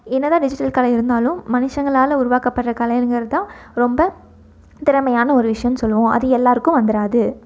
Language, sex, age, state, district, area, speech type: Tamil, female, 18-30, Tamil Nadu, Erode, urban, spontaneous